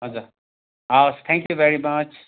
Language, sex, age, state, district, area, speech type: Nepali, male, 60+, West Bengal, Kalimpong, rural, conversation